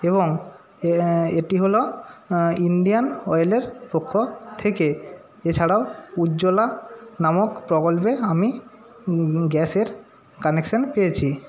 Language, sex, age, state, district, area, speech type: Bengali, male, 45-60, West Bengal, Jhargram, rural, spontaneous